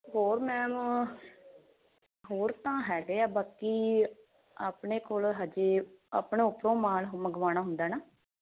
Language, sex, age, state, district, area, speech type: Punjabi, female, 18-30, Punjab, Fazilka, rural, conversation